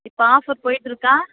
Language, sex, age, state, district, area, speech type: Tamil, female, 18-30, Tamil Nadu, Kallakurichi, rural, conversation